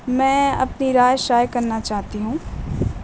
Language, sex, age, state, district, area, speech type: Urdu, female, 18-30, Bihar, Gaya, urban, spontaneous